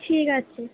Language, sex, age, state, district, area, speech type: Bengali, female, 18-30, West Bengal, Purba Bardhaman, urban, conversation